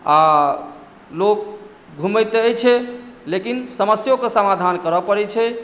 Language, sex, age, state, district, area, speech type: Maithili, female, 60+, Bihar, Madhubani, urban, spontaneous